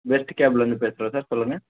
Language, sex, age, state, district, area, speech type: Tamil, male, 18-30, Tamil Nadu, Dharmapuri, rural, conversation